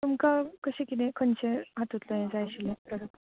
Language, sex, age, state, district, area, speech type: Goan Konkani, female, 18-30, Goa, Canacona, urban, conversation